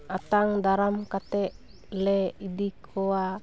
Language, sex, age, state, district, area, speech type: Santali, female, 30-45, West Bengal, Purulia, rural, spontaneous